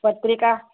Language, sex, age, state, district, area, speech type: Marathi, female, 60+, Maharashtra, Nagpur, urban, conversation